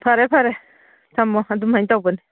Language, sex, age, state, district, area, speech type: Manipuri, female, 60+, Manipur, Churachandpur, urban, conversation